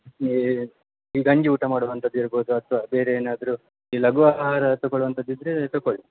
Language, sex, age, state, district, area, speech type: Kannada, male, 18-30, Karnataka, Shimoga, rural, conversation